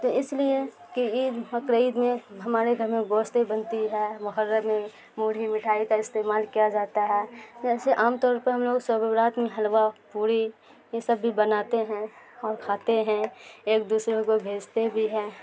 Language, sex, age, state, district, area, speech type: Urdu, female, 30-45, Bihar, Supaul, rural, spontaneous